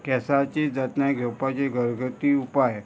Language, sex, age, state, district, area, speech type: Goan Konkani, male, 45-60, Goa, Murmgao, rural, spontaneous